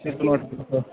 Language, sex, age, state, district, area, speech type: Marathi, male, 30-45, Maharashtra, Ahmednagar, urban, conversation